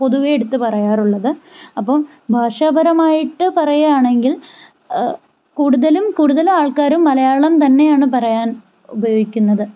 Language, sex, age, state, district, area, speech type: Malayalam, female, 18-30, Kerala, Thiruvananthapuram, rural, spontaneous